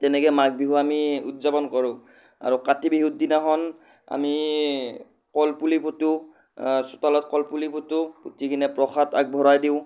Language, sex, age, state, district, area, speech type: Assamese, female, 60+, Assam, Kamrup Metropolitan, urban, spontaneous